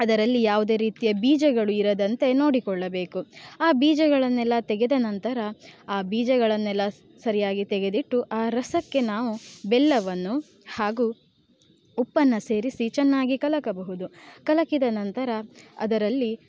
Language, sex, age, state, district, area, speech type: Kannada, female, 18-30, Karnataka, Uttara Kannada, rural, spontaneous